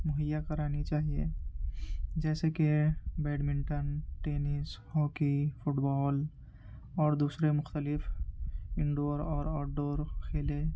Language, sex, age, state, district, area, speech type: Urdu, male, 18-30, Uttar Pradesh, Ghaziabad, urban, spontaneous